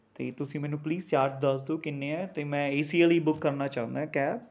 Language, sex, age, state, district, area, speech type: Punjabi, male, 30-45, Punjab, Rupnagar, urban, spontaneous